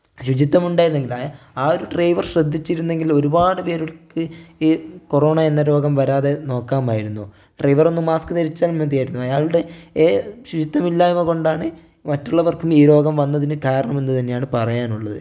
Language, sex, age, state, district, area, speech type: Malayalam, male, 18-30, Kerala, Wayanad, rural, spontaneous